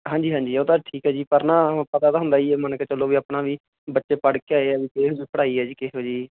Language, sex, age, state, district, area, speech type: Punjabi, male, 30-45, Punjab, Muktsar, urban, conversation